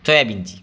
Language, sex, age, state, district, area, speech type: Marathi, male, 30-45, Maharashtra, Akola, urban, spontaneous